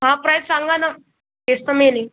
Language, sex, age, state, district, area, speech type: Marathi, male, 30-45, Maharashtra, Buldhana, rural, conversation